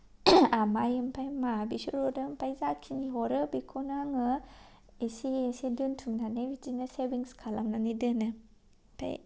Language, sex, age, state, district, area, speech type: Bodo, female, 18-30, Assam, Kokrajhar, rural, spontaneous